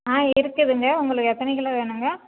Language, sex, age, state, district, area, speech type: Tamil, female, 45-60, Tamil Nadu, Salem, rural, conversation